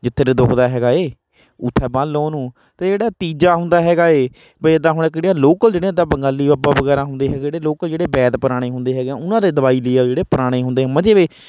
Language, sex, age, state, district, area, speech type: Punjabi, male, 30-45, Punjab, Hoshiarpur, rural, spontaneous